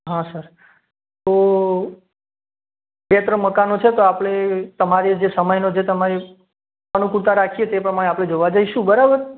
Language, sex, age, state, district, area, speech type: Gujarati, male, 45-60, Gujarat, Mehsana, rural, conversation